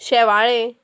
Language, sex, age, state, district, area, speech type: Goan Konkani, female, 18-30, Goa, Murmgao, rural, spontaneous